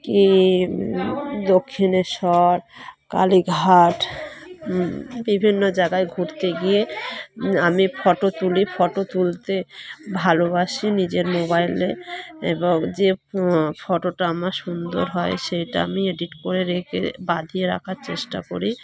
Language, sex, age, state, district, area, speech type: Bengali, female, 30-45, West Bengal, Dakshin Dinajpur, urban, spontaneous